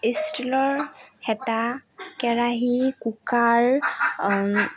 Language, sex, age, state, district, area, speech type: Assamese, female, 18-30, Assam, Kamrup Metropolitan, rural, spontaneous